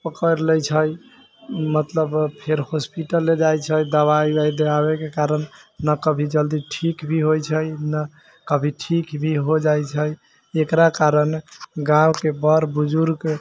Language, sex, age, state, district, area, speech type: Maithili, male, 18-30, Bihar, Sitamarhi, rural, spontaneous